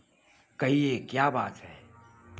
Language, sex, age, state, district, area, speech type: Hindi, male, 60+, Uttar Pradesh, Mau, rural, read